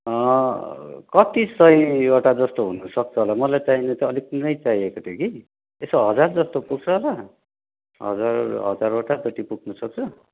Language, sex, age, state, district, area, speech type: Nepali, male, 30-45, West Bengal, Darjeeling, rural, conversation